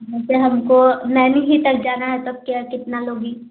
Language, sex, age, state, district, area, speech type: Hindi, female, 18-30, Uttar Pradesh, Prayagraj, rural, conversation